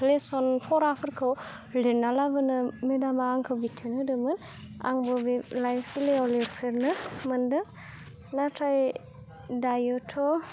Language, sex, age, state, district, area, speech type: Bodo, female, 18-30, Assam, Udalguri, rural, spontaneous